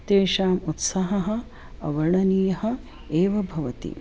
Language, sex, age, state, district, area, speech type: Sanskrit, female, 45-60, Maharashtra, Nagpur, urban, spontaneous